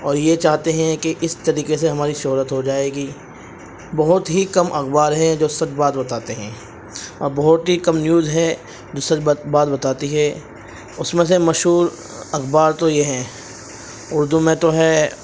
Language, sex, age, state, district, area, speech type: Urdu, male, 18-30, Uttar Pradesh, Ghaziabad, rural, spontaneous